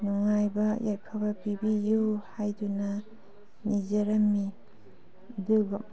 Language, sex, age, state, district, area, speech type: Manipuri, female, 30-45, Manipur, Imphal East, rural, spontaneous